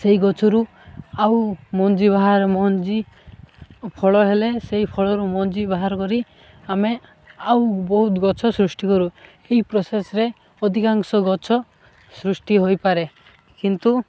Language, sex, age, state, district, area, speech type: Odia, male, 18-30, Odisha, Malkangiri, urban, spontaneous